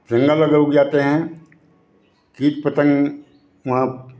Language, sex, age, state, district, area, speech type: Hindi, male, 60+, Bihar, Begusarai, rural, spontaneous